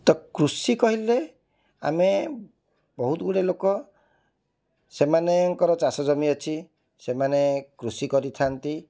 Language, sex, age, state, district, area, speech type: Odia, male, 45-60, Odisha, Cuttack, urban, spontaneous